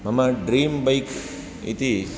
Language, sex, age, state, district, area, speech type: Sanskrit, male, 30-45, Karnataka, Dakshina Kannada, rural, spontaneous